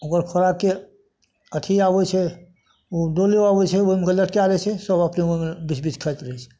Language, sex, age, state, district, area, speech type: Maithili, male, 60+, Bihar, Madhepura, urban, spontaneous